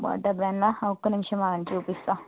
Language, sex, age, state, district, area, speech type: Telugu, female, 30-45, Telangana, Hanamkonda, rural, conversation